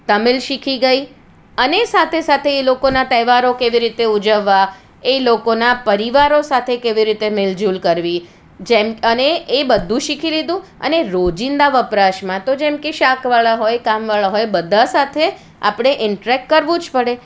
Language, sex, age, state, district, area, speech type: Gujarati, female, 45-60, Gujarat, Surat, urban, spontaneous